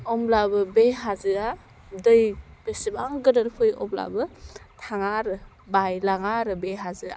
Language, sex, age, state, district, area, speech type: Bodo, female, 18-30, Assam, Udalguri, urban, spontaneous